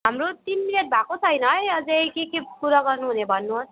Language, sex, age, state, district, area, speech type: Nepali, female, 18-30, West Bengal, Alipurduar, urban, conversation